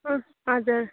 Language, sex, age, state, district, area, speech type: Nepali, female, 30-45, West Bengal, Darjeeling, rural, conversation